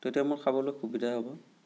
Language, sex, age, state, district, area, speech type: Assamese, male, 30-45, Assam, Sonitpur, rural, spontaneous